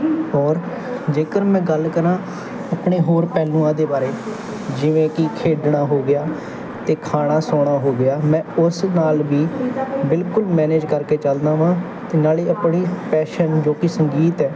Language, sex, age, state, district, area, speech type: Punjabi, male, 18-30, Punjab, Bathinda, urban, spontaneous